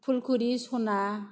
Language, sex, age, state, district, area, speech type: Bodo, female, 45-60, Assam, Kokrajhar, rural, spontaneous